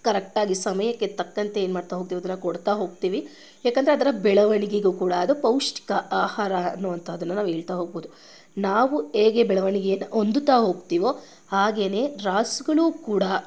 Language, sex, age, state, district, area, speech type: Kannada, female, 30-45, Karnataka, Mandya, rural, spontaneous